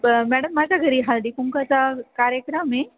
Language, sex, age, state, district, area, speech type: Marathi, female, 30-45, Maharashtra, Ahmednagar, urban, conversation